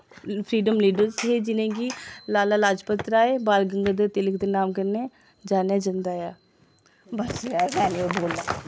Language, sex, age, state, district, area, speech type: Dogri, female, 30-45, Jammu and Kashmir, Udhampur, urban, spontaneous